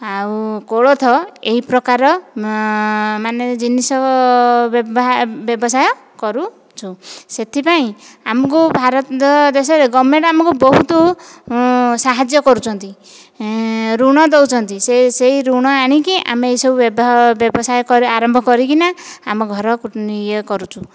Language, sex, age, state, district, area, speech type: Odia, female, 45-60, Odisha, Dhenkanal, rural, spontaneous